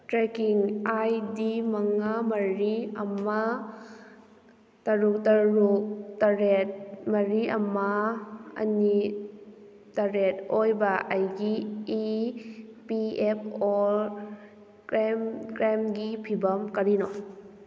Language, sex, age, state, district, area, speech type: Manipuri, female, 18-30, Manipur, Kakching, rural, read